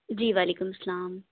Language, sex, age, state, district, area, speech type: Urdu, female, 30-45, Delhi, South Delhi, urban, conversation